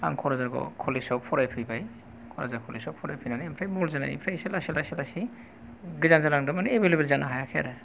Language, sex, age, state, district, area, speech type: Bodo, male, 45-60, Assam, Kokrajhar, rural, spontaneous